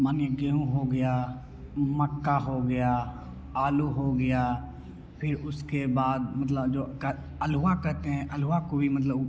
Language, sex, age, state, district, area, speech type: Hindi, male, 18-30, Bihar, Begusarai, urban, spontaneous